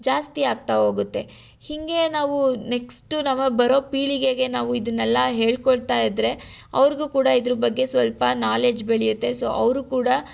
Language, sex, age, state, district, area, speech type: Kannada, female, 18-30, Karnataka, Tumkur, rural, spontaneous